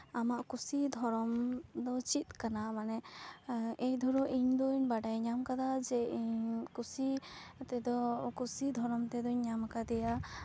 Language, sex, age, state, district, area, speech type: Santali, female, 18-30, West Bengal, Purba Bardhaman, rural, spontaneous